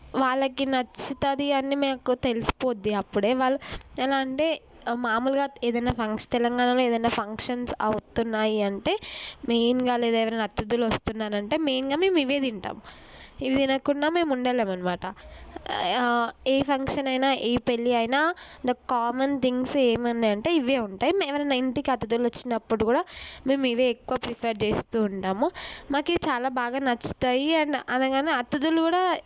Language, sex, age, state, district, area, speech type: Telugu, female, 18-30, Telangana, Mahbubnagar, urban, spontaneous